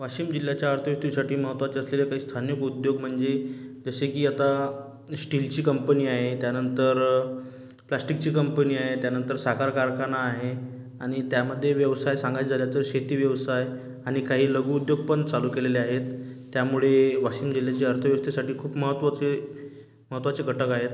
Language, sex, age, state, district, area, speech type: Marathi, male, 18-30, Maharashtra, Washim, rural, spontaneous